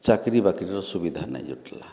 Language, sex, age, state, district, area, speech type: Odia, male, 45-60, Odisha, Boudh, rural, spontaneous